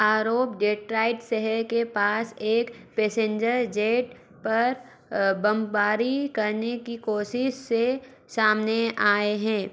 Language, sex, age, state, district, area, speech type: Hindi, female, 18-30, Madhya Pradesh, Bhopal, urban, read